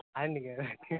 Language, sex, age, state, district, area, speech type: Kannada, male, 18-30, Karnataka, Dakshina Kannada, rural, conversation